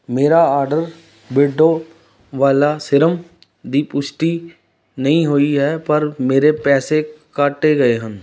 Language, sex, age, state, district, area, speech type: Punjabi, male, 30-45, Punjab, Amritsar, urban, read